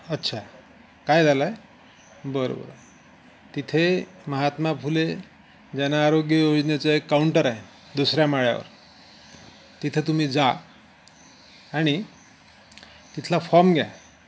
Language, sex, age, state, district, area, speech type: Marathi, male, 45-60, Maharashtra, Wardha, urban, spontaneous